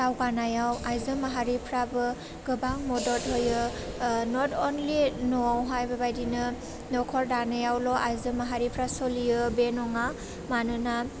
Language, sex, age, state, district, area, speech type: Bodo, female, 18-30, Assam, Chirang, urban, spontaneous